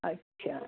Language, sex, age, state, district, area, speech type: Marathi, female, 60+, Maharashtra, Ahmednagar, urban, conversation